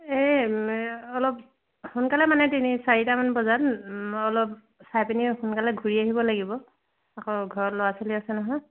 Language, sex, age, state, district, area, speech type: Assamese, female, 30-45, Assam, Dhemaji, urban, conversation